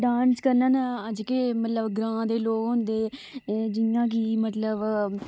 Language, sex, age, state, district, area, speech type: Dogri, female, 18-30, Jammu and Kashmir, Udhampur, rural, spontaneous